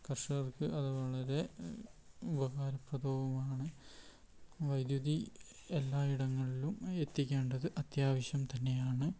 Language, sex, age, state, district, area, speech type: Malayalam, male, 18-30, Kerala, Wayanad, rural, spontaneous